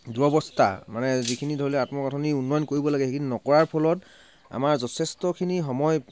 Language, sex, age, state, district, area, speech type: Assamese, male, 30-45, Assam, Sivasagar, urban, spontaneous